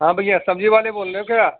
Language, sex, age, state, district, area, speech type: Urdu, male, 30-45, Uttar Pradesh, Gautam Buddha Nagar, urban, conversation